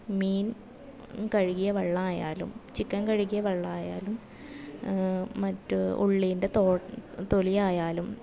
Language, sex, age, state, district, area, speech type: Malayalam, female, 30-45, Kerala, Kasaragod, rural, spontaneous